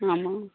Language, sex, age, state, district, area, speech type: Tamil, female, 18-30, Tamil Nadu, Thoothukudi, urban, conversation